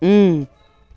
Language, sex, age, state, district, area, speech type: Kashmiri, male, 18-30, Jammu and Kashmir, Kupwara, rural, read